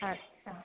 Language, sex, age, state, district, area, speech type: Sindhi, female, 30-45, Rajasthan, Ajmer, urban, conversation